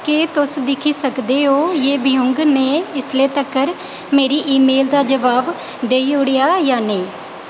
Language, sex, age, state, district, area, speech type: Dogri, female, 18-30, Jammu and Kashmir, Reasi, rural, read